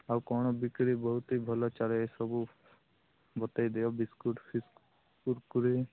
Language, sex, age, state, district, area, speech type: Odia, male, 45-60, Odisha, Sundergarh, rural, conversation